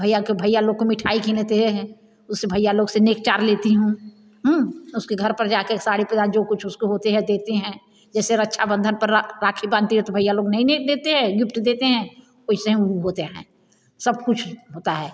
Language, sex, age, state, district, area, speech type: Hindi, female, 60+, Uttar Pradesh, Bhadohi, rural, spontaneous